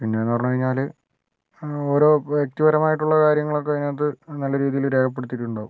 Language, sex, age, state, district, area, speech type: Malayalam, male, 60+, Kerala, Wayanad, rural, spontaneous